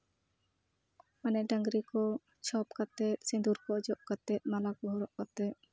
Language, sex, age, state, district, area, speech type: Santali, female, 30-45, West Bengal, Jhargram, rural, spontaneous